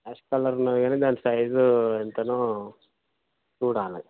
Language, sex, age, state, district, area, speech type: Telugu, male, 18-30, Telangana, Jangaon, rural, conversation